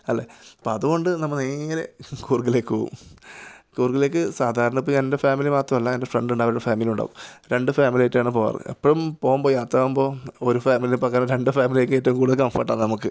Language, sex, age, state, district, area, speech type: Malayalam, male, 30-45, Kerala, Kasaragod, rural, spontaneous